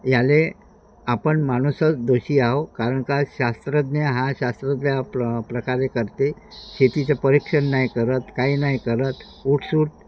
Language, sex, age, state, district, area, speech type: Marathi, male, 60+, Maharashtra, Wardha, rural, spontaneous